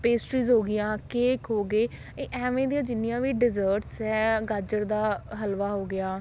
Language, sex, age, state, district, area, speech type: Punjabi, female, 30-45, Punjab, Patiala, rural, spontaneous